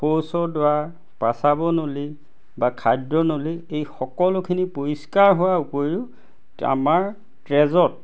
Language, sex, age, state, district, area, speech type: Assamese, male, 45-60, Assam, Majuli, urban, spontaneous